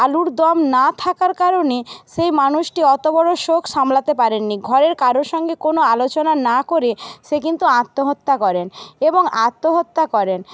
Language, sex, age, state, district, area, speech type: Bengali, female, 60+, West Bengal, Jhargram, rural, spontaneous